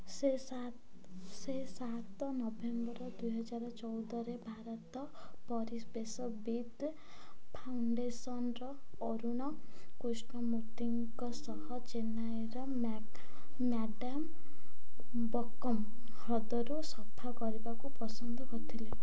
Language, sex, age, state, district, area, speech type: Odia, female, 18-30, Odisha, Ganjam, urban, read